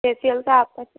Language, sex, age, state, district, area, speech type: Hindi, female, 18-30, Uttar Pradesh, Sonbhadra, rural, conversation